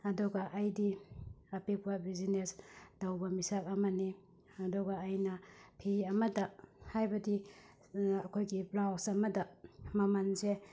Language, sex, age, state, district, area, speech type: Manipuri, female, 30-45, Manipur, Bishnupur, rural, spontaneous